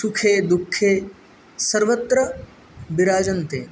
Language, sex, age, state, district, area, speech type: Sanskrit, male, 18-30, West Bengal, Bankura, urban, spontaneous